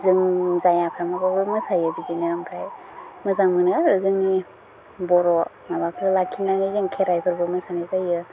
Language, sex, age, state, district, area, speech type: Bodo, female, 30-45, Assam, Udalguri, rural, spontaneous